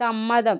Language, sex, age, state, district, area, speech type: Malayalam, female, 30-45, Kerala, Kozhikode, urban, read